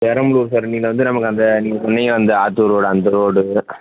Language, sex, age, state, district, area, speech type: Tamil, male, 18-30, Tamil Nadu, Perambalur, urban, conversation